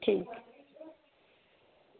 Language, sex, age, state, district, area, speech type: Dogri, female, 30-45, Jammu and Kashmir, Reasi, rural, conversation